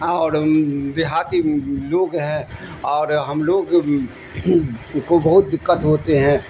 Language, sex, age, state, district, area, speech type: Urdu, male, 60+, Bihar, Darbhanga, rural, spontaneous